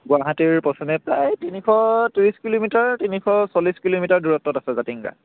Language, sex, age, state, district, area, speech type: Assamese, male, 18-30, Assam, Charaideo, urban, conversation